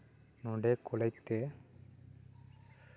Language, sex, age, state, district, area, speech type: Santali, male, 18-30, West Bengal, Purba Bardhaman, rural, spontaneous